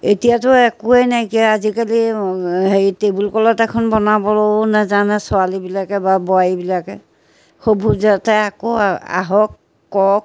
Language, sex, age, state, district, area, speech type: Assamese, female, 60+, Assam, Majuli, urban, spontaneous